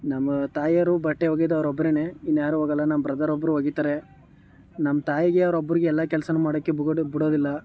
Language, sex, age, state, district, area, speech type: Kannada, male, 18-30, Karnataka, Chamarajanagar, rural, spontaneous